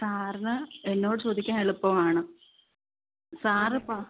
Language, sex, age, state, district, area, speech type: Malayalam, female, 30-45, Kerala, Kottayam, rural, conversation